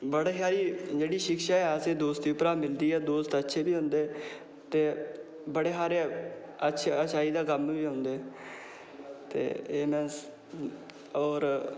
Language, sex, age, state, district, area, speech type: Dogri, male, 18-30, Jammu and Kashmir, Udhampur, rural, spontaneous